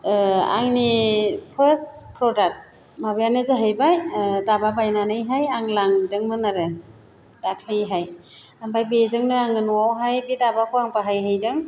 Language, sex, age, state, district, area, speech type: Bodo, female, 60+, Assam, Chirang, rural, spontaneous